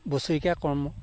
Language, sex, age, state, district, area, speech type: Assamese, male, 45-60, Assam, Sivasagar, rural, spontaneous